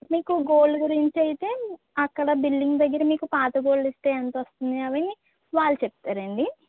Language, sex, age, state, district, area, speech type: Telugu, female, 30-45, Andhra Pradesh, West Godavari, rural, conversation